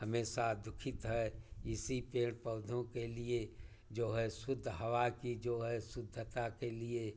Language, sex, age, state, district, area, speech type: Hindi, male, 60+, Uttar Pradesh, Chandauli, rural, spontaneous